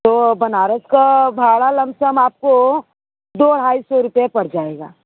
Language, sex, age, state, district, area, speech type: Hindi, female, 30-45, Uttar Pradesh, Mirzapur, rural, conversation